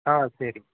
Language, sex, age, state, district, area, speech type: Tamil, male, 18-30, Tamil Nadu, Tiruchirappalli, rural, conversation